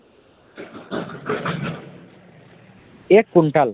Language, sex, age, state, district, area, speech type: Hindi, male, 30-45, Bihar, Begusarai, rural, conversation